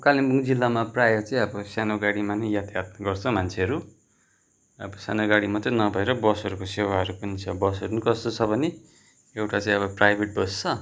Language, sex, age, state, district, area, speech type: Nepali, male, 30-45, West Bengal, Kalimpong, rural, spontaneous